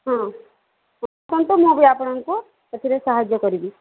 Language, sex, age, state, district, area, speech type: Odia, female, 30-45, Odisha, Sambalpur, rural, conversation